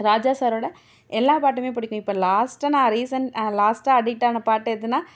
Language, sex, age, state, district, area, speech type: Tamil, female, 30-45, Tamil Nadu, Mayiladuthurai, rural, spontaneous